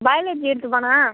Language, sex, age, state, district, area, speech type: Tamil, male, 18-30, Tamil Nadu, Cuddalore, rural, conversation